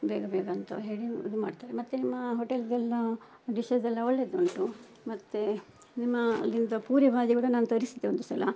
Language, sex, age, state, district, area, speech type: Kannada, female, 60+, Karnataka, Udupi, rural, spontaneous